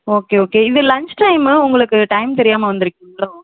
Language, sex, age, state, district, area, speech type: Tamil, female, 30-45, Tamil Nadu, Cuddalore, rural, conversation